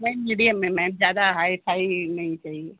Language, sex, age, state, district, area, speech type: Hindi, female, 30-45, Uttar Pradesh, Azamgarh, rural, conversation